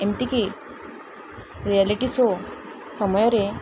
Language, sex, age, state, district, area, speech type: Odia, female, 30-45, Odisha, Koraput, urban, spontaneous